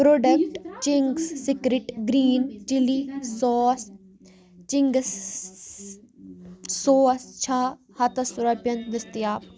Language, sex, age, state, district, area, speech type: Kashmiri, female, 18-30, Jammu and Kashmir, Kupwara, rural, read